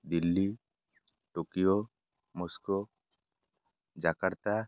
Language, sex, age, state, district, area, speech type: Odia, male, 18-30, Odisha, Jagatsinghpur, rural, spontaneous